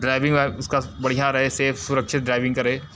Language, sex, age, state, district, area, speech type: Hindi, male, 45-60, Uttar Pradesh, Mirzapur, urban, spontaneous